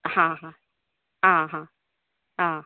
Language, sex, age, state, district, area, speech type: Goan Konkani, female, 30-45, Goa, Canacona, rural, conversation